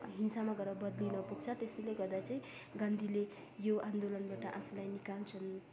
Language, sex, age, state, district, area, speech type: Nepali, female, 18-30, West Bengal, Darjeeling, rural, spontaneous